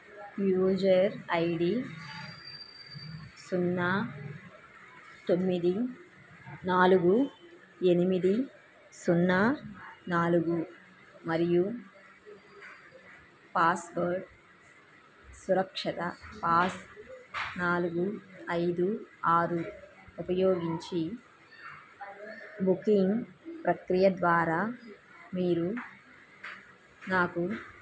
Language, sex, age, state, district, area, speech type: Telugu, female, 30-45, Andhra Pradesh, N T Rama Rao, urban, read